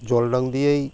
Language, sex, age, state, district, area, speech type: Bengali, male, 45-60, West Bengal, Birbhum, urban, spontaneous